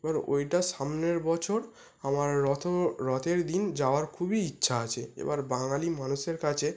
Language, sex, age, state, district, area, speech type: Bengali, male, 18-30, West Bengal, North 24 Parganas, urban, spontaneous